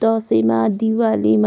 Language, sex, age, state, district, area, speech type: Nepali, female, 60+, West Bengal, Kalimpong, rural, spontaneous